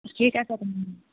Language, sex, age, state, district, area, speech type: Assamese, female, 30-45, Assam, Jorhat, urban, conversation